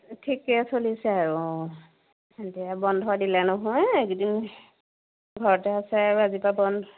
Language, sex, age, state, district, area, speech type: Assamese, female, 30-45, Assam, Majuli, urban, conversation